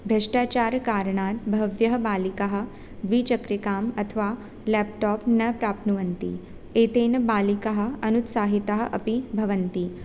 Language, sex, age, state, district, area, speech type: Sanskrit, female, 18-30, Rajasthan, Jaipur, urban, spontaneous